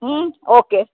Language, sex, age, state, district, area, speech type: Kannada, female, 60+, Karnataka, Uttara Kannada, rural, conversation